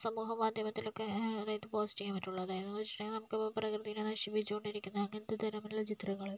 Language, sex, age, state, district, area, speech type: Malayalam, male, 30-45, Kerala, Kozhikode, urban, spontaneous